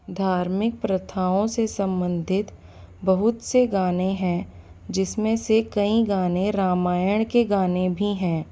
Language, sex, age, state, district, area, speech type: Hindi, female, 30-45, Rajasthan, Jaipur, urban, spontaneous